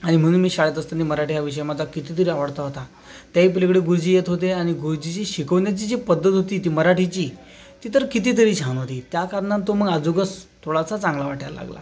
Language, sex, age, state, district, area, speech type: Marathi, male, 30-45, Maharashtra, Akola, rural, spontaneous